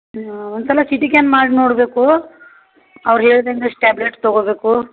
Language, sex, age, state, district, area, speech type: Kannada, female, 60+, Karnataka, Belgaum, urban, conversation